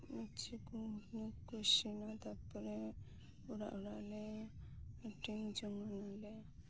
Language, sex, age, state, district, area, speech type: Santali, female, 18-30, West Bengal, Birbhum, rural, spontaneous